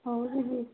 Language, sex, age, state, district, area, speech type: Odia, female, 45-60, Odisha, Angul, rural, conversation